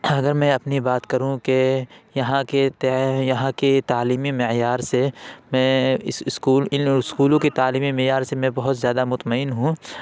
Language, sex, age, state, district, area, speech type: Urdu, male, 30-45, Uttar Pradesh, Lucknow, urban, spontaneous